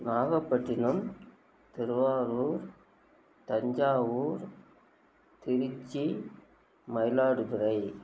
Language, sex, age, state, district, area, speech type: Tamil, female, 45-60, Tamil Nadu, Nagapattinam, rural, spontaneous